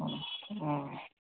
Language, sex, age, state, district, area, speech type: Assamese, male, 30-45, Assam, Biswanath, rural, conversation